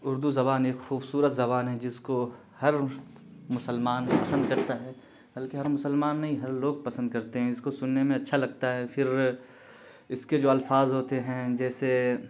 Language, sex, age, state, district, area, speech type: Urdu, male, 30-45, Bihar, Khagaria, rural, spontaneous